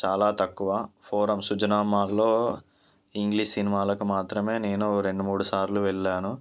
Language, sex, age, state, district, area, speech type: Telugu, male, 18-30, Telangana, Ranga Reddy, rural, spontaneous